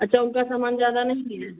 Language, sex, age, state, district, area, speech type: Hindi, female, 60+, Uttar Pradesh, Azamgarh, rural, conversation